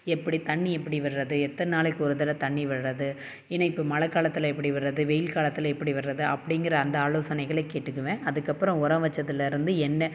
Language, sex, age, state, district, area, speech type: Tamil, female, 30-45, Tamil Nadu, Tiruppur, urban, spontaneous